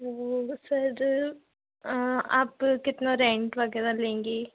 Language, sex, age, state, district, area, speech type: Hindi, female, 18-30, Madhya Pradesh, Chhindwara, urban, conversation